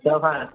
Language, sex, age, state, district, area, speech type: Sindhi, male, 60+, Maharashtra, Mumbai Suburban, urban, conversation